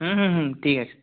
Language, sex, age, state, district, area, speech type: Bengali, male, 18-30, West Bengal, Purulia, rural, conversation